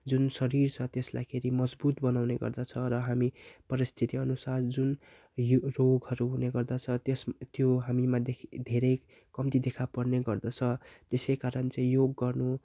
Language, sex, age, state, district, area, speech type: Nepali, male, 18-30, West Bengal, Darjeeling, rural, spontaneous